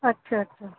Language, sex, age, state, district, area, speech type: Urdu, female, 45-60, Delhi, East Delhi, urban, conversation